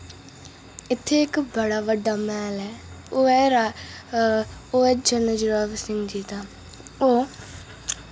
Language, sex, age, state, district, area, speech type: Dogri, female, 18-30, Jammu and Kashmir, Reasi, urban, spontaneous